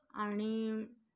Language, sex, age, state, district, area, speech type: Marathi, female, 18-30, Maharashtra, Nashik, urban, spontaneous